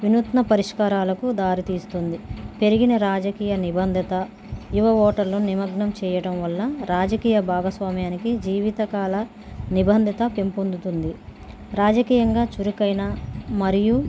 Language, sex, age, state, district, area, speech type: Telugu, female, 30-45, Telangana, Bhadradri Kothagudem, urban, spontaneous